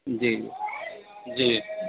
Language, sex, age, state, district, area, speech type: Urdu, male, 18-30, Delhi, South Delhi, urban, conversation